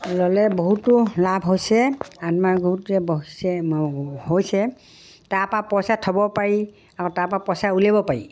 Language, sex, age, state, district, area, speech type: Assamese, female, 60+, Assam, Dibrugarh, rural, spontaneous